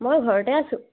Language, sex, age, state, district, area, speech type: Assamese, female, 18-30, Assam, Dibrugarh, rural, conversation